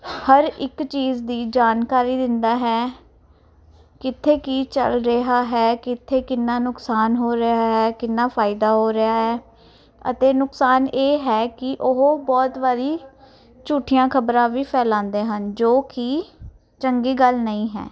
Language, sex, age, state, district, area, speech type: Punjabi, female, 30-45, Punjab, Ludhiana, urban, spontaneous